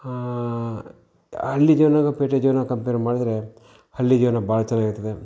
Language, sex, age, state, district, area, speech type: Kannada, male, 60+, Karnataka, Shimoga, rural, spontaneous